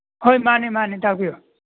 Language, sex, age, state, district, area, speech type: Manipuri, male, 60+, Manipur, Imphal East, rural, conversation